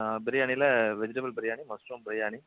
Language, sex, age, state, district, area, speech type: Tamil, male, 45-60, Tamil Nadu, Tenkasi, urban, conversation